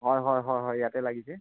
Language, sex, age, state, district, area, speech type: Assamese, male, 60+, Assam, Sivasagar, rural, conversation